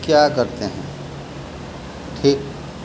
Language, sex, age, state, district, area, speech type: Urdu, male, 60+, Uttar Pradesh, Muzaffarnagar, urban, spontaneous